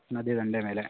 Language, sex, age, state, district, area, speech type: Kannada, male, 45-60, Karnataka, Davanagere, urban, conversation